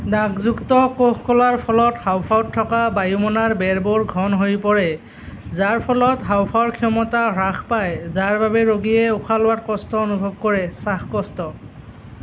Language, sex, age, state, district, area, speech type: Assamese, male, 30-45, Assam, Nalbari, rural, read